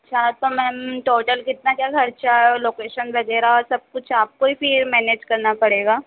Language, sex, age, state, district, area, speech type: Hindi, female, 18-30, Madhya Pradesh, Harda, rural, conversation